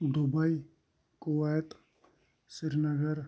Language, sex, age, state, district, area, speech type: Kashmiri, male, 18-30, Jammu and Kashmir, Shopian, rural, spontaneous